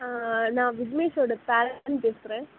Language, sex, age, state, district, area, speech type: Tamil, female, 18-30, Tamil Nadu, Nagapattinam, rural, conversation